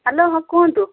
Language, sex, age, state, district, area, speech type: Odia, female, 30-45, Odisha, Cuttack, urban, conversation